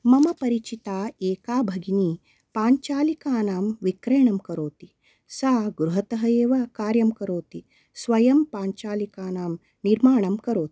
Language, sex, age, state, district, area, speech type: Sanskrit, female, 45-60, Karnataka, Mysore, urban, spontaneous